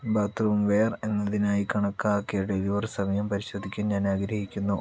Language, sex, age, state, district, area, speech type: Malayalam, male, 60+, Kerala, Palakkad, rural, read